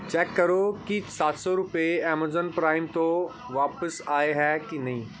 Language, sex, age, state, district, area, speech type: Punjabi, male, 18-30, Punjab, Gurdaspur, rural, read